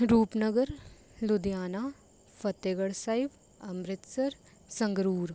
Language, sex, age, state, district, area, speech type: Punjabi, female, 18-30, Punjab, Rupnagar, urban, spontaneous